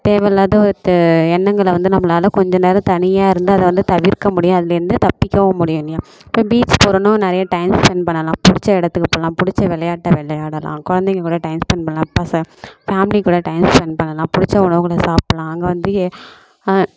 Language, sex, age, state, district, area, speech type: Tamil, female, 18-30, Tamil Nadu, Namakkal, urban, spontaneous